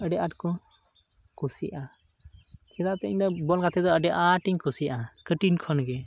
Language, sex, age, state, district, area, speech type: Santali, male, 18-30, Jharkhand, Pakur, rural, spontaneous